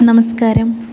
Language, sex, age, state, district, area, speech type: Malayalam, female, 18-30, Kerala, Thrissur, urban, spontaneous